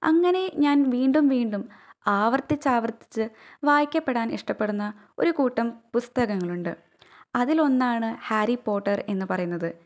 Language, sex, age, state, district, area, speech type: Malayalam, female, 18-30, Kerala, Thrissur, rural, spontaneous